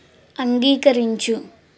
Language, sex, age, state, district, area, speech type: Telugu, female, 18-30, Andhra Pradesh, Guntur, urban, read